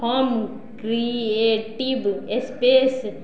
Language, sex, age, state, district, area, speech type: Maithili, female, 45-60, Bihar, Madhubani, rural, read